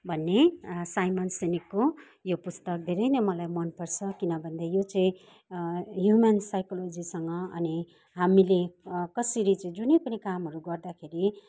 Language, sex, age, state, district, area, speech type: Nepali, female, 45-60, West Bengal, Kalimpong, rural, spontaneous